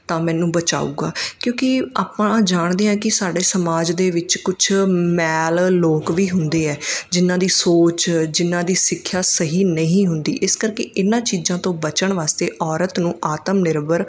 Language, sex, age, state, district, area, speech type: Punjabi, female, 30-45, Punjab, Mansa, urban, spontaneous